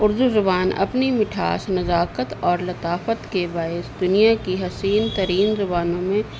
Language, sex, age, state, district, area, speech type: Urdu, female, 60+, Uttar Pradesh, Rampur, urban, spontaneous